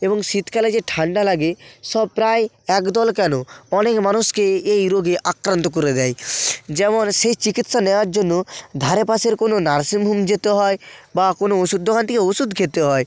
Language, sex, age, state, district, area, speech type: Bengali, male, 30-45, West Bengal, North 24 Parganas, rural, spontaneous